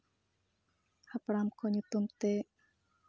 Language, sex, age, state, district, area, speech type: Santali, female, 30-45, West Bengal, Jhargram, rural, spontaneous